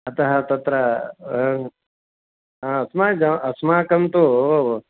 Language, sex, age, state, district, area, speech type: Sanskrit, male, 60+, Karnataka, Bangalore Urban, urban, conversation